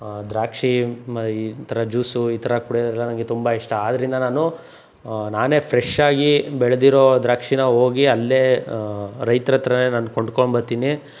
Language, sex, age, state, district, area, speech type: Kannada, male, 45-60, Karnataka, Chikkaballapur, urban, spontaneous